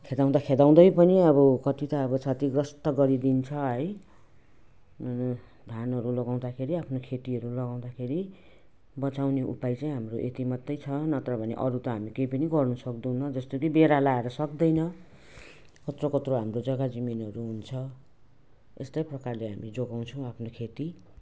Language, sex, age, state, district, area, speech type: Nepali, female, 60+, West Bengal, Jalpaiguri, rural, spontaneous